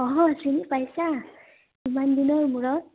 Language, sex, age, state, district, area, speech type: Assamese, female, 18-30, Assam, Udalguri, rural, conversation